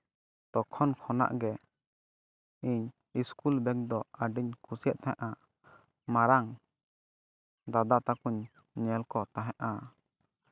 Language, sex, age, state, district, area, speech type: Santali, male, 18-30, West Bengal, Jhargram, rural, spontaneous